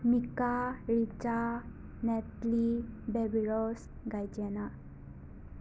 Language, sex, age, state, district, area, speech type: Manipuri, female, 18-30, Manipur, Imphal West, rural, spontaneous